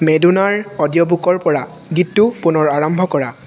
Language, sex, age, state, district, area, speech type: Assamese, male, 18-30, Assam, Tinsukia, urban, read